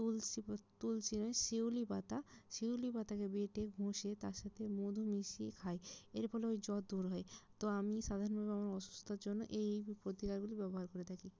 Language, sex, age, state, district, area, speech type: Bengali, female, 18-30, West Bengal, Jalpaiguri, rural, spontaneous